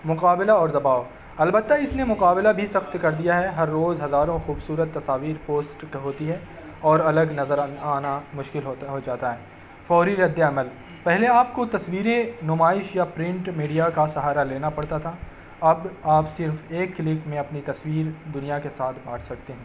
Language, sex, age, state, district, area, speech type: Urdu, male, 18-30, Uttar Pradesh, Azamgarh, urban, spontaneous